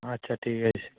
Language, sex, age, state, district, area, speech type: Bengali, male, 18-30, West Bengal, Paschim Medinipur, rural, conversation